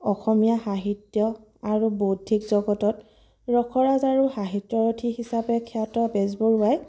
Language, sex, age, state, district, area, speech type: Assamese, female, 30-45, Assam, Sivasagar, rural, spontaneous